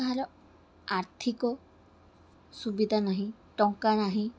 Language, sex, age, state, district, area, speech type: Odia, female, 18-30, Odisha, Balasore, rural, spontaneous